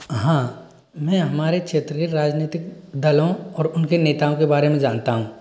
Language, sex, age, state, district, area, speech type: Hindi, male, 45-60, Rajasthan, Karauli, rural, spontaneous